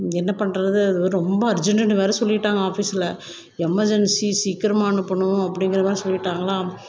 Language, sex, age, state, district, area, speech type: Tamil, female, 45-60, Tamil Nadu, Tiruppur, rural, spontaneous